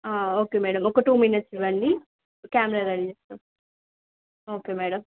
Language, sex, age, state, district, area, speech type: Telugu, female, 18-30, Telangana, Siddipet, urban, conversation